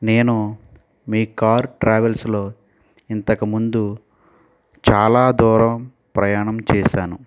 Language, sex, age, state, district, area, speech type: Telugu, male, 30-45, Andhra Pradesh, Konaseema, rural, spontaneous